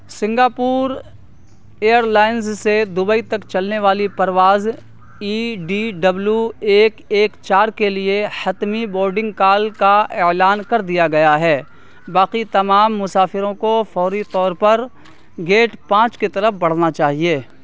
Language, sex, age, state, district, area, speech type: Urdu, male, 30-45, Bihar, Saharsa, urban, read